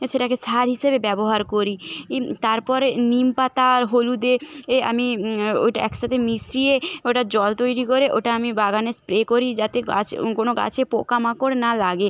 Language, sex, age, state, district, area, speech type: Bengali, female, 30-45, West Bengal, Jhargram, rural, spontaneous